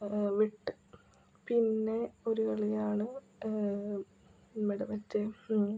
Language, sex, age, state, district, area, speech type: Malayalam, female, 18-30, Kerala, Ernakulam, rural, spontaneous